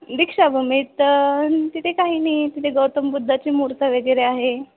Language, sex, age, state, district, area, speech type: Marathi, female, 30-45, Maharashtra, Nagpur, rural, conversation